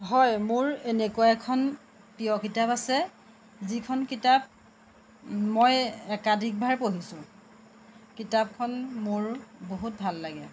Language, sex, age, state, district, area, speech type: Assamese, female, 30-45, Assam, Jorhat, urban, spontaneous